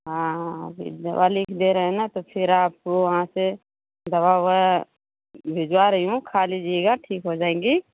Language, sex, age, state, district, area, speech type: Hindi, female, 30-45, Uttar Pradesh, Mau, rural, conversation